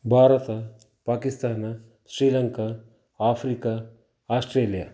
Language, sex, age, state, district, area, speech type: Kannada, male, 60+, Karnataka, Shimoga, rural, spontaneous